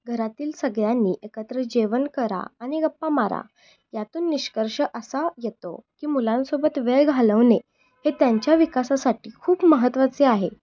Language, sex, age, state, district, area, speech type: Marathi, female, 18-30, Maharashtra, Kolhapur, urban, spontaneous